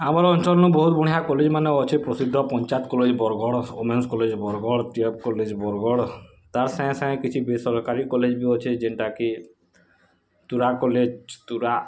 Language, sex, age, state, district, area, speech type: Odia, male, 18-30, Odisha, Bargarh, rural, spontaneous